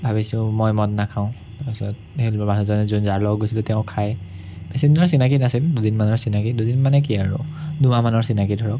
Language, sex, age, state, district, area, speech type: Assamese, male, 30-45, Assam, Sonitpur, rural, spontaneous